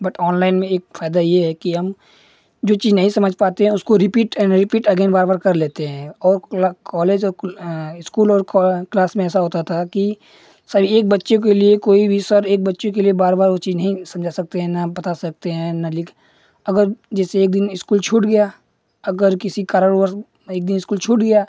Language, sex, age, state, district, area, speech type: Hindi, male, 18-30, Uttar Pradesh, Ghazipur, urban, spontaneous